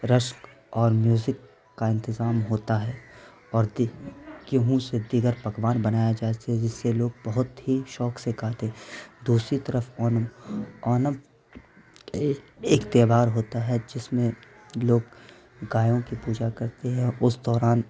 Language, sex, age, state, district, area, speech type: Urdu, male, 18-30, Bihar, Saharsa, rural, spontaneous